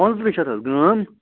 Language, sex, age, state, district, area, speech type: Kashmiri, male, 30-45, Jammu and Kashmir, Budgam, rural, conversation